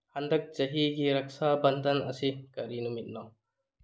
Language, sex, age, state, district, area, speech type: Manipuri, male, 30-45, Manipur, Tengnoupal, rural, read